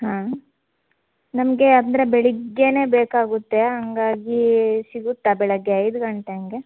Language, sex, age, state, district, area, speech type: Kannada, female, 18-30, Karnataka, Chitradurga, rural, conversation